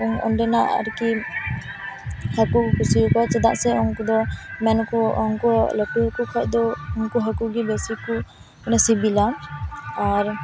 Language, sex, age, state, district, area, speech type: Santali, female, 18-30, West Bengal, Purba Bardhaman, rural, spontaneous